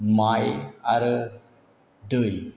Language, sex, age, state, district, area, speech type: Bodo, male, 60+, Assam, Chirang, rural, spontaneous